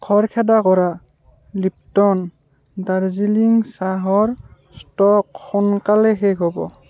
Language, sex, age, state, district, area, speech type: Assamese, male, 18-30, Assam, Barpeta, rural, read